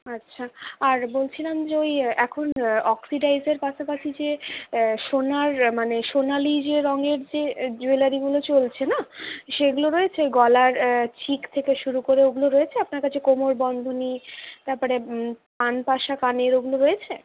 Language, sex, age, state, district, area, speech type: Bengali, female, 45-60, West Bengal, Purulia, urban, conversation